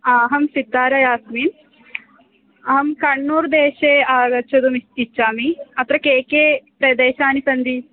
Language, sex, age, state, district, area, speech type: Sanskrit, female, 18-30, Kerala, Thrissur, rural, conversation